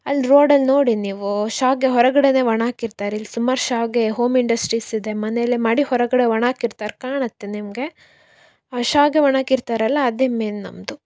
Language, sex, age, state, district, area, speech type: Kannada, female, 18-30, Karnataka, Davanagere, rural, spontaneous